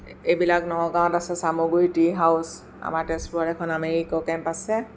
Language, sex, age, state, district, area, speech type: Assamese, female, 45-60, Assam, Sonitpur, urban, spontaneous